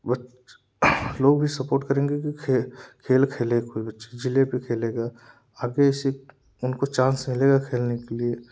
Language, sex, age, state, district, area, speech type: Hindi, male, 18-30, Uttar Pradesh, Jaunpur, urban, spontaneous